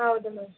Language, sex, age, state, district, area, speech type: Kannada, female, 18-30, Karnataka, Hassan, rural, conversation